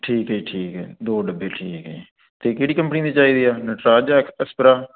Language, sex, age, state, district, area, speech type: Punjabi, male, 18-30, Punjab, Fazilka, rural, conversation